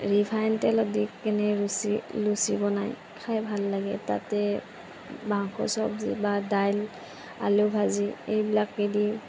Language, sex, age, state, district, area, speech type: Assamese, female, 30-45, Assam, Darrang, rural, spontaneous